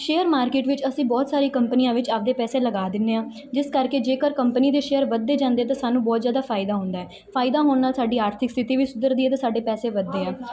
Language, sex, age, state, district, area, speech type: Punjabi, female, 18-30, Punjab, Mansa, urban, spontaneous